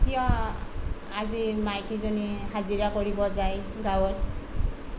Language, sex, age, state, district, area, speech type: Assamese, female, 30-45, Assam, Sonitpur, rural, spontaneous